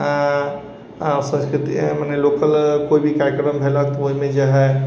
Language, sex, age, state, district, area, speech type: Maithili, male, 30-45, Bihar, Sitamarhi, urban, spontaneous